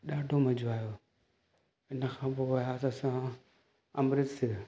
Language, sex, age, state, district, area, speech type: Sindhi, male, 30-45, Maharashtra, Thane, urban, spontaneous